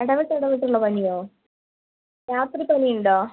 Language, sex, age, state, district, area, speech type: Malayalam, female, 30-45, Kerala, Wayanad, rural, conversation